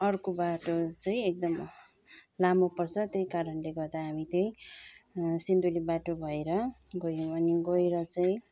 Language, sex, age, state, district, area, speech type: Nepali, female, 30-45, West Bengal, Kalimpong, rural, spontaneous